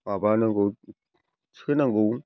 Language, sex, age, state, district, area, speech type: Bodo, male, 60+, Assam, Chirang, rural, spontaneous